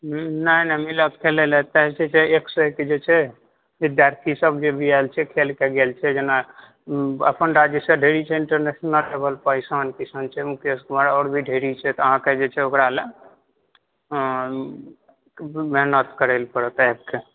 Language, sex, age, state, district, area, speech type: Maithili, male, 30-45, Bihar, Purnia, rural, conversation